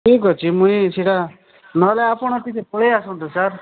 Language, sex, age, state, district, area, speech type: Odia, male, 45-60, Odisha, Nabarangpur, rural, conversation